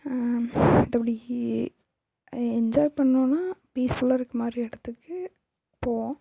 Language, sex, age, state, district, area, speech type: Tamil, female, 18-30, Tamil Nadu, Karur, rural, spontaneous